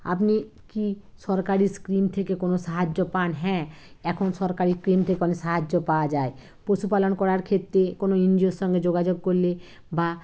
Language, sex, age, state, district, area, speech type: Bengali, female, 60+, West Bengal, Bankura, urban, spontaneous